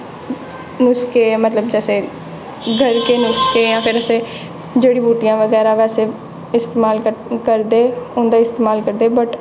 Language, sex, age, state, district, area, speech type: Dogri, female, 18-30, Jammu and Kashmir, Jammu, urban, spontaneous